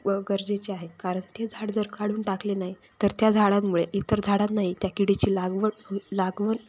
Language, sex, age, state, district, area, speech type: Marathi, female, 18-30, Maharashtra, Ahmednagar, urban, spontaneous